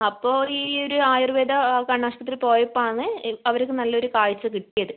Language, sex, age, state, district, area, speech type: Malayalam, female, 18-30, Kerala, Kannur, rural, conversation